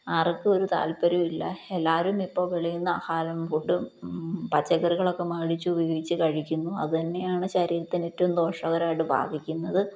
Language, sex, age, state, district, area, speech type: Malayalam, female, 30-45, Kerala, Palakkad, rural, spontaneous